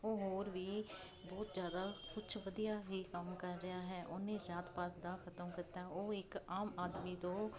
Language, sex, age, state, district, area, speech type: Punjabi, female, 30-45, Punjab, Jalandhar, urban, spontaneous